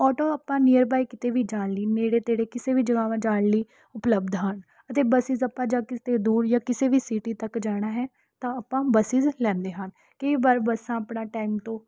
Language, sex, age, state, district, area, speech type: Punjabi, female, 18-30, Punjab, Rupnagar, urban, spontaneous